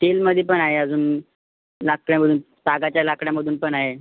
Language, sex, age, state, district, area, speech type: Marathi, male, 18-30, Maharashtra, Thane, urban, conversation